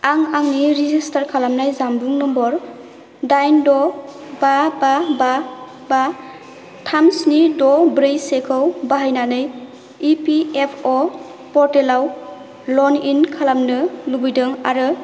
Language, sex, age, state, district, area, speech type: Bodo, female, 18-30, Assam, Baksa, rural, read